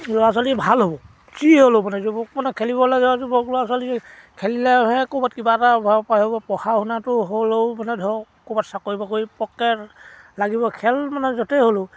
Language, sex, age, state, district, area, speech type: Assamese, male, 60+, Assam, Dibrugarh, rural, spontaneous